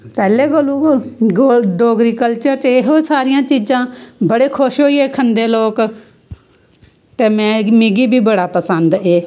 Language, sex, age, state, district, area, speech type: Dogri, female, 45-60, Jammu and Kashmir, Samba, rural, spontaneous